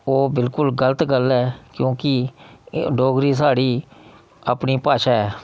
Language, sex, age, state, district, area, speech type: Dogri, male, 30-45, Jammu and Kashmir, Udhampur, rural, spontaneous